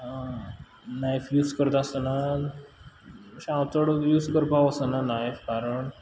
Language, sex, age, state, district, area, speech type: Goan Konkani, male, 18-30, Goa, Quepem, urban, spontaneous